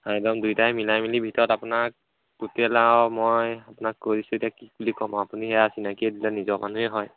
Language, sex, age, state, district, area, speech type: Assamese, male, 18-30, Assam, Majuli, urban, conversation